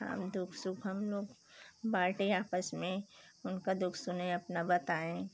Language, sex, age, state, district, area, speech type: Hindi, female, 45-60, Uttar Pradesh, Pratapgarh, rural, spontaneous